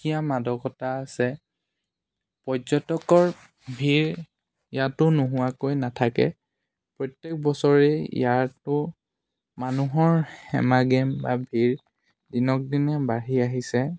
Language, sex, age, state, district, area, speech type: Assamese, male, 18-30, Assam, Charaideo, rural, spontaneous